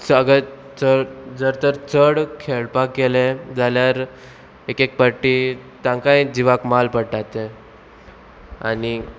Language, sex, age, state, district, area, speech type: Goan Konkani, male, 18-30, Goa, Murmgao, rural, spontaneous